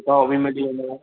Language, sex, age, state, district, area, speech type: Sindhi, male, 18-30, Maharashtra, Thane, urban, conversation